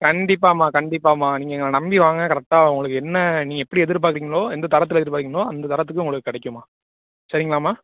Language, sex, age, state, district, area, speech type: Tamil, male, 18-30, Tamil Nadu, Thanjavur, rural, conversation